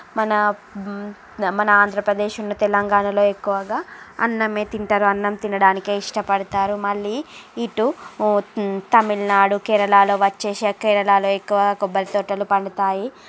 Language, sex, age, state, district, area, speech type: Telugu, female, 30-45, Andhra Pradesh, Srikakulam, urban, spontaneous